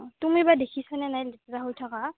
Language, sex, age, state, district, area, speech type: Assamese, female, 18-30, Assam, Goalpara, urban, conversation